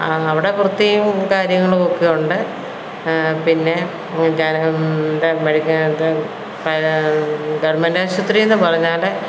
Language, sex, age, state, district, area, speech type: Malayalam, female, 45-60, Kerala, Kottayam, rural, spontaneous